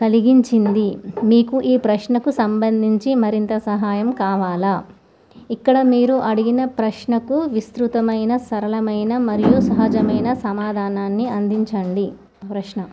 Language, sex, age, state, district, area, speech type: Telugu, female, 18-30, Telangana, Komaram Bheem, urban, spontaneous